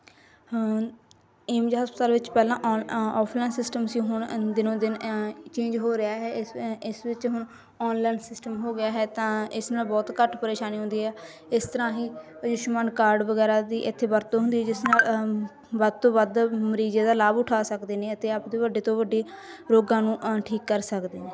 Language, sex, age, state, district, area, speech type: Punjabi, female, 18-30, Punjab, Bathinda, rural, spontaneous